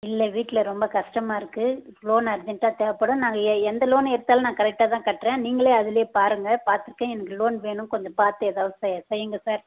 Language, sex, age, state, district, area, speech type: Tamil, female, 30-45, Tamil Nadu, Tirupattur, rural, conversation